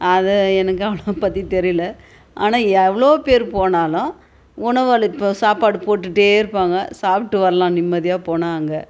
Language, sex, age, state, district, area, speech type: Tamil, female, 45-60, Tamil Nadu, Tiruvannamalai, rural, spontaneous